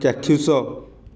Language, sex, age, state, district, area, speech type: Odia, male, 30-45, Odisha, Puri, urban, read